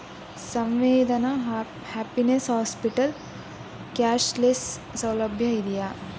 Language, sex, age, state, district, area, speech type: Kannada, female, 18-30, Karnataka, Chitradurga, urban, read